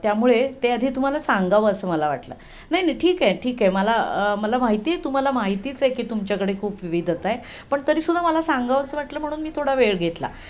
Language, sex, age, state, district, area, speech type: Marathi, female, 60+, Maharashtra, Sangli, urban, spontaneous